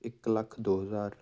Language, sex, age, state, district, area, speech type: Punjabi, male, 30-45, Punjab, Amritsar, urban, spontaneous